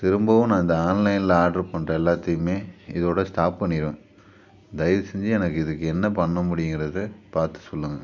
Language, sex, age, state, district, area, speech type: Tamil, male, 30-45, Tamil Nadu, Tiruchirappalli, rural, spontaneous